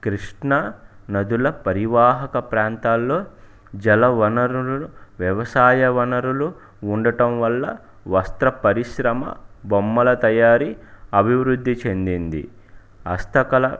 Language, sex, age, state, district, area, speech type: Telugu, male, 30-45, Andhra Pradesh, Palnadu, urban, spontaneous